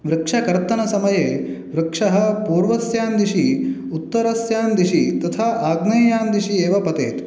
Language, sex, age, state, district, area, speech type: Sanskrit, male, 18-30, Karnataka, Uttara Kannada, rural, spontaneous